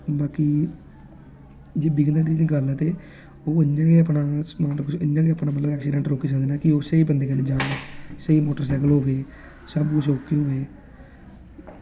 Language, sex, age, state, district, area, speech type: Dogri, male, 18-30, Jammu and Kashmir, Samba, rural, spontaneous